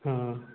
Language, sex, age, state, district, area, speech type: Odia, male, 45-60, Odisha, Kandhamal, rural, conversation